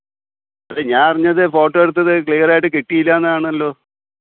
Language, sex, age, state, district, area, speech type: Malayalam, male, 45-60, Kerala, Thiruvananthapuram, rural, conversation